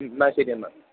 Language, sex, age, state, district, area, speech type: Malayalam, male, 18-30, Kerala, Idukki, rural, conversation